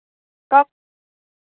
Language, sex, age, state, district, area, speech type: Assamese, female, 60+, Assam, Lakhimpur, urban, conversation